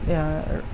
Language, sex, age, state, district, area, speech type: Assamese, male, 18-30, Assam, Kamrup Metropolitan, rural, spontaneous